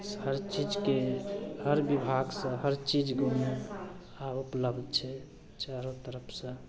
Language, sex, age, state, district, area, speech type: Maithili, male, 30-45, Bihar, Madhepura, rural, spontaneous